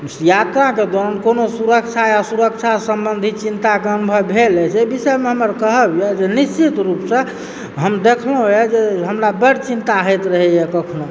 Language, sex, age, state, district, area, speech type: Maithili, male, 30-45, Bihar, Supaul, urban, spontaneous